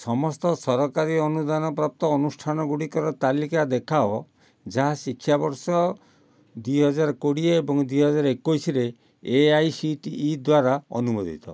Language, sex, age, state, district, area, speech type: Odia, male, 60+, Odisha, Kalahandi, rural, read